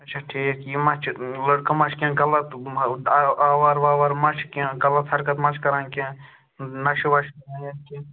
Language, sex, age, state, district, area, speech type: Kashmiri, male, 18-30, Jammu and Kashmir, Ganderbal, rural, conversation